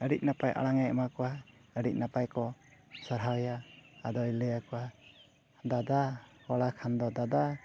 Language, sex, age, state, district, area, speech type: Santali, male, 45-60, Odisha, Mayurbhanj, rural, spontaneous